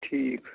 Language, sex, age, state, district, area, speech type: Kashmiri, male, 45-60, Jammu and Kashmir, Ganderbal, urban, conversation